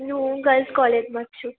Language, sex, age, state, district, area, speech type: Gujarati, female, 18-30, Gujarat, Surat, urban, conversation